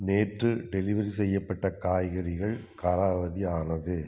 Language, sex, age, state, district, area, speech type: Tamil, male, 60+, Tamil Nadu, Tiruppur, urban, read